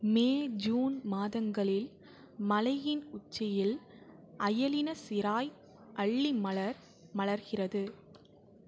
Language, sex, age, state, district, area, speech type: Tamil, female, 18-30, Tamil Nadu, Mayiladuthurai, urban, read